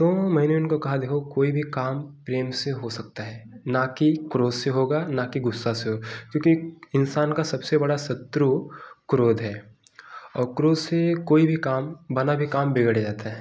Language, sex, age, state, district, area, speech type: Hindi, male, 18-30, Uttar Pradesh, Jaunpur, rural, spontaneous